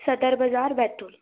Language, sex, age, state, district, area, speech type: Hindi, female, 18-30, Madhya Pradesh, Betul, urban, conversation